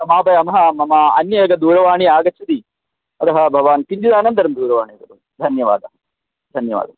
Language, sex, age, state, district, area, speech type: Sanskrit, male, 45-60, Kerala, Kollam, rural, conversation